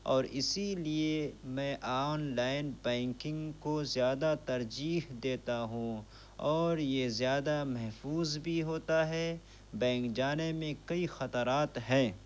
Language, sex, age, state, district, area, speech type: Urdu, male, 30-45, Bihar, Purnia, rural, spontaneous